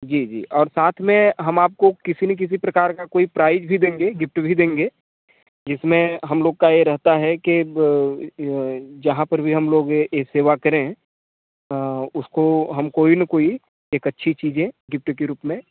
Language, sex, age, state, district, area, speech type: Hindi, male, 30-45, Uttar Pradesh, Mirzapur, rural, conversation